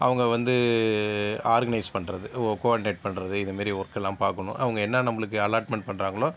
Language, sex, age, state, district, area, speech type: Tamil, male, 60+, Tamil Nadu, Sivaganga, urban, spontaneous